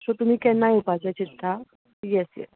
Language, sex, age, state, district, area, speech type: Goan Konkani, female, 18-30, Goa, Bardez, urban, conversation